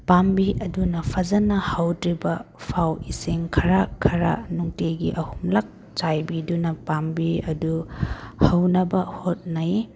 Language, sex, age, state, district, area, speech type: Manipuri, female, 18-30, Manipur, Chandel, rural, spontaneous